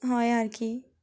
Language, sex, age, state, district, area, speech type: Bengali, female, 30-45, West Bengal, Dakshin Dinajpur, urban, spontaneous